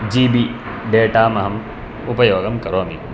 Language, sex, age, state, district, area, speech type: Sanskrit, male, 18-30, Karnataka, Bangalore Urban, urban, spontaneous